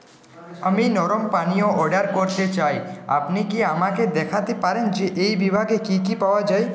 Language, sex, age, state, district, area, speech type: Bengali, male, 30-45, West Bengal, Purulia, urban, read